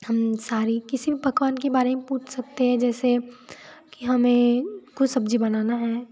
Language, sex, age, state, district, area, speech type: Hindi, female, 18-30, Madhya Pradesh, Betul, rural, spontaneous